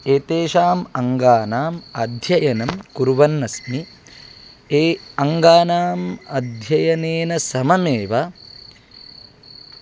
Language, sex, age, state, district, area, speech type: Sanskrit, male, 30-45, Kerala, Kasaragod, rural, spontaneous